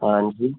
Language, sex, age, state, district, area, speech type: Marathi, male, 30-45, Maharashtra, Amravati, rural, conversation